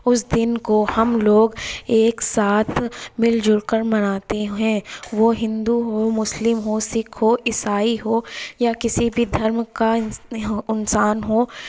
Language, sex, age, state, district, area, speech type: Urdu, female, 30-45, Uttar Pradesh, Lucknow, rural, spontaneous